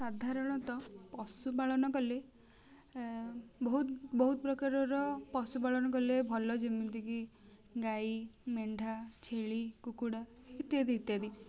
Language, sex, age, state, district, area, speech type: Odia, female, 18-30, Odisha, Kendujhar, urban, spontaneous